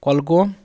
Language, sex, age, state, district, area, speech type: Kashmiri, male, 30-45, Jammu and Kashmir, Anantnag, rural, spontaneous